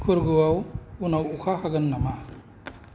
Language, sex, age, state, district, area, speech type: Bodo, male, 45-60, Assam, Kokrajhar, urban, read